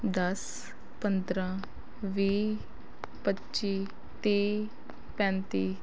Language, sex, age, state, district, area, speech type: Punjabi, female, 18-30, Punjab, Rupnagar, urban, spontaneous